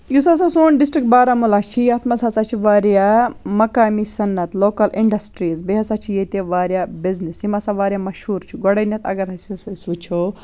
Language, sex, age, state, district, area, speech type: Kashmiri, female, 30-45, Jammu and Kashmir, Baramulla, rural, spontaneous